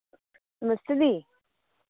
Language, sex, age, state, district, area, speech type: Dogri, female, 30-45, Jammu and Kashmir, Udhampur, urban, conversation